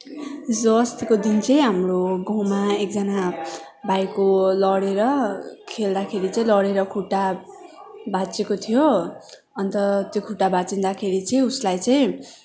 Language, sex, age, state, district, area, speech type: Nepali, female, 18-30, West Bengal, Darjeeling, rural, spontaneous